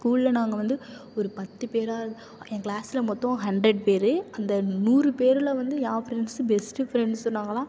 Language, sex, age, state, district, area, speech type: Tamil, female, 18-30, Tamil Nadu, Nagapattinam, rural, spontaneous